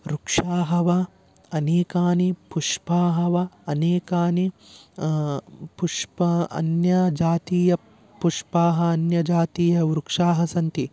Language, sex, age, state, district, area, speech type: Sanskrit, male, 18-30, Karnataka, Vijayanagara, rural, spontaneous